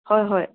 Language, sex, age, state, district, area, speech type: Assamese, female, 30-45, Assam, Dibrugarh, rural, conversation